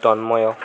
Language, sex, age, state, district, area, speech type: Odia, male, 18-30, Odisha, Kendujhar, urban, spontaneous